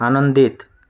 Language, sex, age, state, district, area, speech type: Odia, male, 18-30, Odisha, Bargarh, rural, read